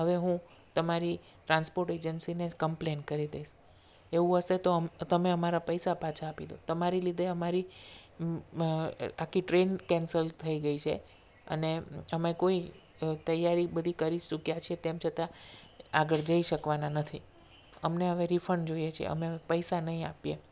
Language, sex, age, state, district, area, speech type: Gujarati, female, 30-45, Gujarat, Anand, urban, spontaneous